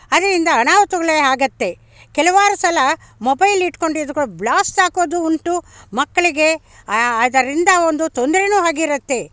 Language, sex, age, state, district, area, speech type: Kannada, female, 60+, Karnataka, Bangalore Rural, rural, spontaneous